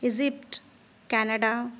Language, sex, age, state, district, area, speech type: Maithili, female, 30-45, Bihar, Madhubani, rural, spontaneous